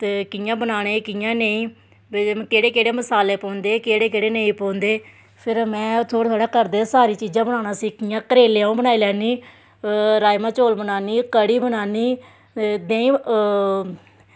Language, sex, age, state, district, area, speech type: Dogri, female, 30-45, Jammu and Kashmir, Samba, rural, spontaneous